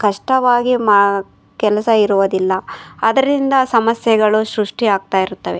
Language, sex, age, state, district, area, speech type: Kannada, female, 18-30, Karnataka, Chikkaballapur, rural, spontaneous